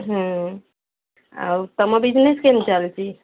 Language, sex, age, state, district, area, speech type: Odia, female, 45-60, Odisha, Sundergarh, rural, conversation